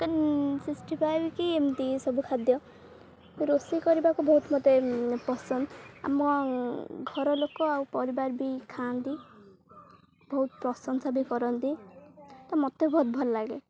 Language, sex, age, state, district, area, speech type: Odia, female, 18-30, Odisha, Kendrapara, urban, spontaneous